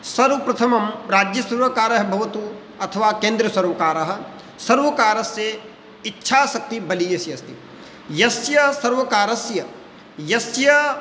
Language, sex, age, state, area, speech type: Sanskrit, male, 30-45, Rajasthan, urban, spontaneous